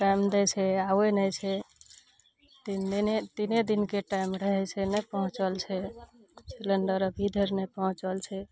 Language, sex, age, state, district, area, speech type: Maithili, female, 30-45, Bihar, Araria, rural, spontaneous